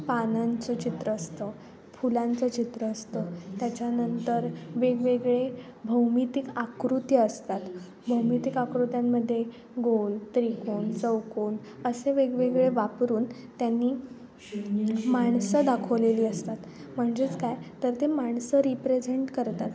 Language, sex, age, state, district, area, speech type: Marathi, female, 18-30, Maharashtra, Ratnagiri, rural, spontaneous